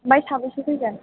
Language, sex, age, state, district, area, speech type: Bodo, female, 18-30, Assam, Chirang, rural, conversation